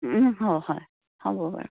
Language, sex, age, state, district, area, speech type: Assamese, female, 45-60, Assam, Dibrugarh, rural, conversation